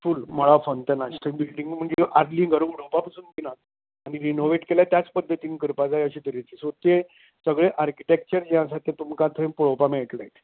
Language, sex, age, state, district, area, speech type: Goan Konkani, male, 60+, Goa, Canacona, rural, conversation